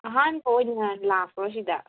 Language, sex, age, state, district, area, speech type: Manipuri, female, 18-30, Manipur, Senapati, urban, conversation